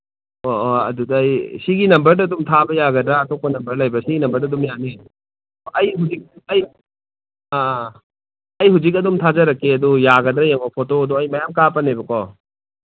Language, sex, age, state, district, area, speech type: Manipuri, male, 45-60, Manipur, Imphal East, rural, conversation